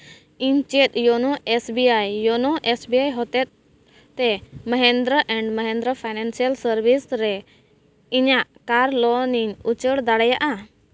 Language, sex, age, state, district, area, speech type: Santali, female, 18-30, Jharkhand, East Singhbhum, rural, read